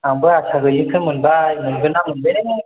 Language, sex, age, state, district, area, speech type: Bodo, male, 18-30, Assam, Chirang, urban, conversation